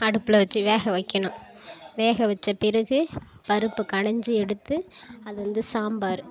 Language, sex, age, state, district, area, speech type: Tamil, female, 18-30, Tamil Nadu, Kallakurichi, rural, spontaneous